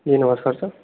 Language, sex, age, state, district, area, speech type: Hindi, male, 18-30, Rajasthan, Karauli, rural, conversation